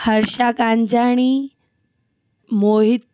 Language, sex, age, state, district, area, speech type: Sindhi, female, 18-30, Gujarat, Surat, urban, spontaneous